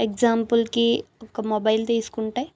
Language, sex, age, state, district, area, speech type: Telugu, female, 18-30, Andhra Pradesh, Anakapalli, rural, spontaneous